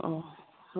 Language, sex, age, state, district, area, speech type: Manipuri, female, 45-60, Manipur, Kangpokpi, urban, conversation